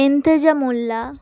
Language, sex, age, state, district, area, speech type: Bengali, female, 18-30, West Bengal, Dakshin Dinajpur, urban, spontaneous